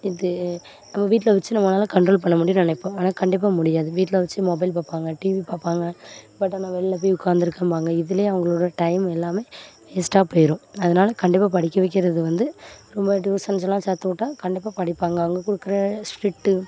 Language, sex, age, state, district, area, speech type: Tamil, female, 18-30, Tamil Nadu, Thoothukudi, rural, spontaneous